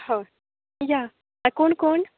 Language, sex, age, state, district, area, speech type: Goan Konkani, female, 30-45, Goa, Tiswadi, rural, conversation